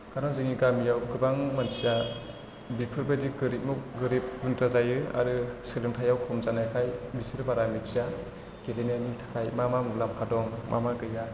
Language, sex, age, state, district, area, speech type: Bodo, male, 30-45, Assam, Chirang, rural, spontaneous